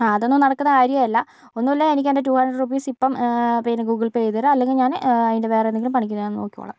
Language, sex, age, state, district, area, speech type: Malayalam, female, 60+, Kerala, Kozhikode, urban, spontaneous